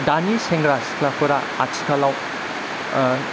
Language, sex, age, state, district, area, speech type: Bodo, male, 30-45, Assam, Kokrajhar, rural, spontaneous